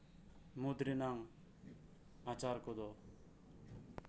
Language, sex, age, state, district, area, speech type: Santali, male, 18-30, West Bengal, Birbhum, rural, spontaneous